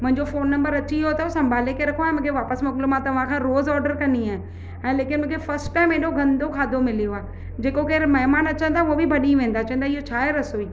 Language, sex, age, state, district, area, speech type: Sindhi, female, 30-45, Maharashtra, Mumbai Suburban, urban, spontaneous